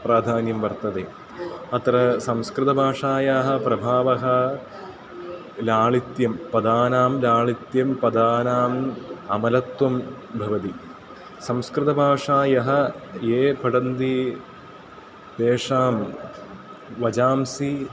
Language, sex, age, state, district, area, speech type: Sanskrit, male, 18-30, Kerala, Ernakulam, rural, spontaneous